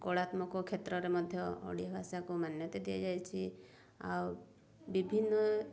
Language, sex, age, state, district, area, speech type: Odia, female, 30-45, Odisha, Mayurbhanj, rural, spontaneous